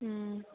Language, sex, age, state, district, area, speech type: Tamil, female, 18-30, Tamil Nadu, Mayiladuthurai, urban, conversation